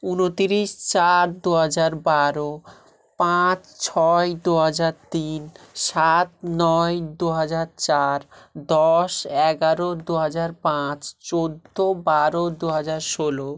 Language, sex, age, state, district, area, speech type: Bengali, male, 18-30, West Bengal, South 24 Parganas, rural, spontaneous